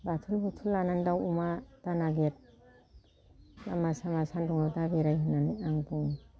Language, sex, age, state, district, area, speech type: Bodo, female, 60+, Assam, Kokrajhar, urban, spontaneous